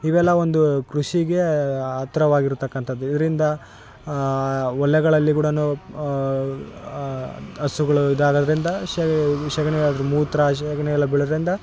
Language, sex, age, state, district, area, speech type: Kannada, male, 18-30, Karnataka, Vijayanagara, rural, spontaneous